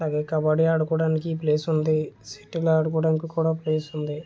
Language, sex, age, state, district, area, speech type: Telugu, male, 30-45, Andhra Pradesh, Vizianagaram, rural, spontaneous